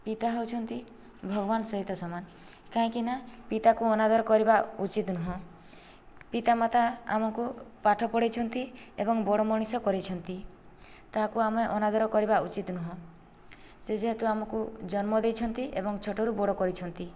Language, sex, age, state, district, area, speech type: Odia, female, 18-30, Odisha, Boudh, rural, spontaneous